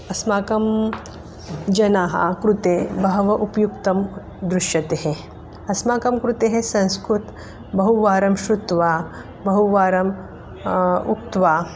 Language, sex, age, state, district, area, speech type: Sanskrit, female, 45-60, Maharashtra, Nagpur, urban, spontaneous